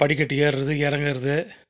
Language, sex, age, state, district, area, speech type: Tamil, male, 45-60, Tamil Nadu, Krishnagiri, rural, spontaneous